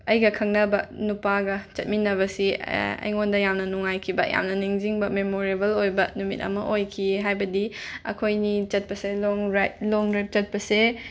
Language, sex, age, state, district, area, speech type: Manipuri, female, 45-60, Manipur, Imphal West, urban, spontaneous